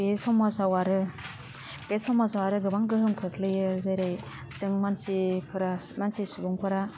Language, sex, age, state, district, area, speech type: Bodo, female, 30-45, Assam, Udalguri, rural, spontaneous